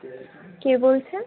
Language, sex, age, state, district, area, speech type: Bengali, female, 18-30, West Bengal, Birbhum, urban, conversation